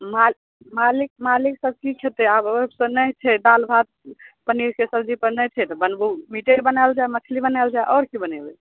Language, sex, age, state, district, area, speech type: Maithili, female, 18-30, Bihar, Madhepura, rural, conversation